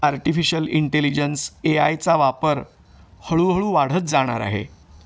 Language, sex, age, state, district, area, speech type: Marathi, male, 60+, Maharashtra, Thane, urban, spontaneous